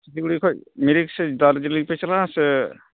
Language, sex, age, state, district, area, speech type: Santali, male, 45-60, West Bengal, Uttar Dinajpur, rural, conversation